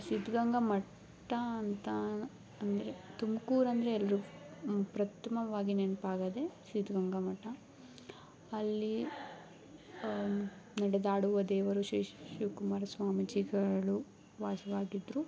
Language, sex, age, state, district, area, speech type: Kannada, female, 18-30, Karnataka, Tumkur, rural, spontaneous